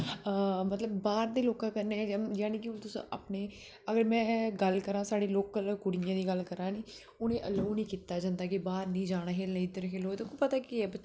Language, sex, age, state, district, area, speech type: Dogri, female, 18-30, Jammu and Kashmir, Kathua, urban, spontaneous